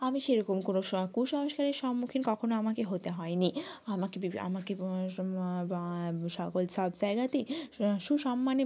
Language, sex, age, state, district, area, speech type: Bengali, female, 18-30, West Bengal, Jalpaiguri, rural, spontaneous